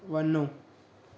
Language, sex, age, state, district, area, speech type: Sindhi, male, 18-30, Gujarat, Surat, urban, read